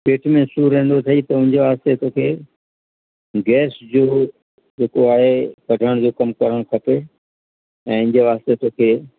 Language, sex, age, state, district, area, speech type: Sindhi, male, 60+, Uttar Pradesh, Lucknow, urban, conversation